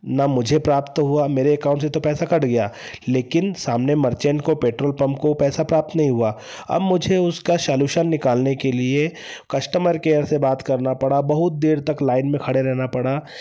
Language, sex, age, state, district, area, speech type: Hindi, male, 30-45, Madhya Pradesh, Betul, urban, spontaneous